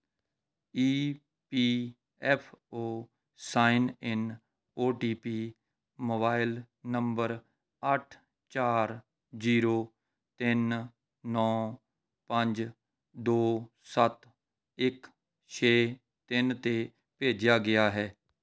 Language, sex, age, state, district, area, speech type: Punjabi, male, 45-60, Punjab, Rupnagar, urban, read